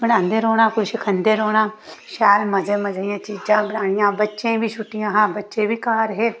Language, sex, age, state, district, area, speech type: Dogri, female, 30-45, Jammu and Kashmir, Samba, rural, spontaneous